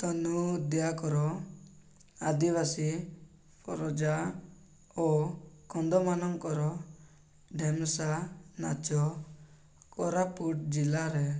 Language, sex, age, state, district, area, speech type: Odia, male, 18-30, Odisha, Koraput, urban, spontaneous